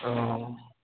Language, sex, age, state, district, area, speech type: Bodo, male, 18-30, Assam, Udalguri, rural, conversation